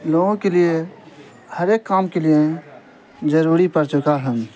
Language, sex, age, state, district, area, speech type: Urdu, male, 18-30, Bihar, Saharsa, rural, spontaneous